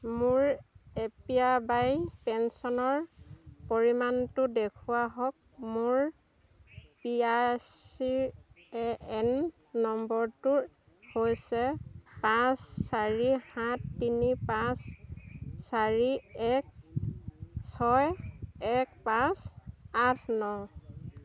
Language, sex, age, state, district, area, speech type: Assamese, female, 60+, Assam, Dhemaji, rural, read